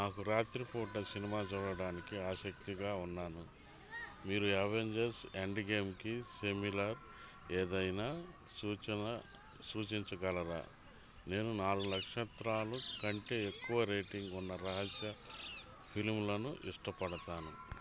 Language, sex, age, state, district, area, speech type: Telugu, male, 30-45, Andhra Pradesh, Bapatla, urban, read